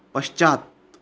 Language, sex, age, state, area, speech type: Sanskrit, male, 18-30, Chhattisgarh, urban, read